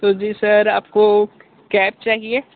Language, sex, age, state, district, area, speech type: Hindi, male, 18-30, Uttar Pradesh, Sonbhadra, rural, conversation